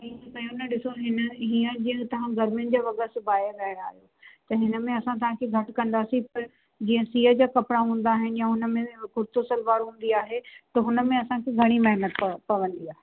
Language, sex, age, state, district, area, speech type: Sindhi, female, 18-30, Uttar Pradesh, Lucknow, urban, conversation